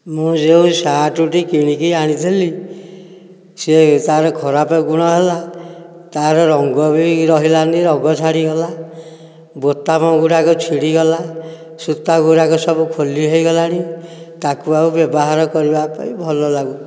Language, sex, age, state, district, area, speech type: Odia, male, 60+, Odisha, Nayagarh, rural, spontaneous